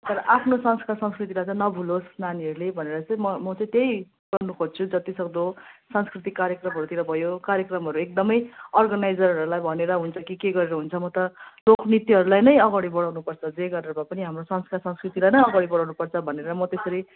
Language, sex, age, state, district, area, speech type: Nepali, female, 45-60, West Bengal, Darjeeling, rural, conversation